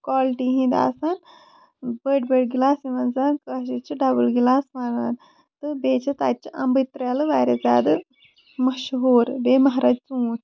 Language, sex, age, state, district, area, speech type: Kashmiri, female, 30-45, Jammu and Kashmir, Shopian, urban, spontaneous